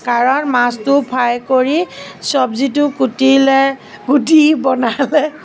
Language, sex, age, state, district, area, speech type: Assamese, female, 30-45, Assam, Nagaon, rural, spontaneous